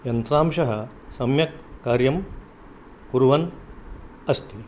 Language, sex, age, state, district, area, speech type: Sanskrit, male, 60+, Karnataka, Dharwad, rural, spontaneous